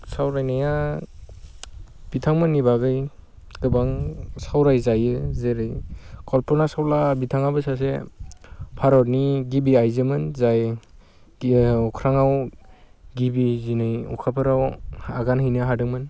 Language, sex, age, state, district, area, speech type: Bodo, male, 18-30, Assam, Baksa, rural, spontaneous